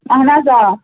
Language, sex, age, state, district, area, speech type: Kashmiri, female, 18-30, Jammu and Kashmir, Pulwama, urban, conversation